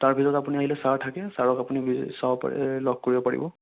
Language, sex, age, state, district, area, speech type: Assamese, male, 18-30, Assam, Sonitpur, urban, conversation